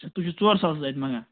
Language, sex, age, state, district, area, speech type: Kashmiri, male, 18-30, Jammu and Kashmir, Kupwara, rural, conversation